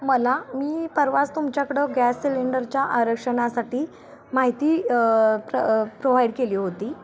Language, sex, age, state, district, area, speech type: Marathi, female, 30-45, Maharashtra, Kolhapur, rural, spontaneous